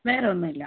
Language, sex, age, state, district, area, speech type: Malayalam, female, 18-30, Kerala, Wayanad, rural, conversation